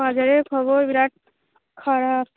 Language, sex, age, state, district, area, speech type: Bengali, female, 18-30, West Bengal, Cooch Behar, rural, conversation